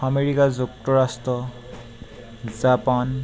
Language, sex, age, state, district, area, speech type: Assamese, male, 18-30, Assam, Tinsukia, urban, spontaneous